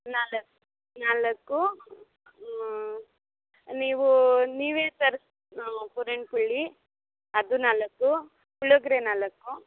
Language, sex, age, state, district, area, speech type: Kannada, female, 18-30, Karnataka, Bangalore Rural, rural, conversation